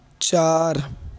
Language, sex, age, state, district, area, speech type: Urdu, male, 18-30, Uttar Pradesh, Ghaziabad, rural, read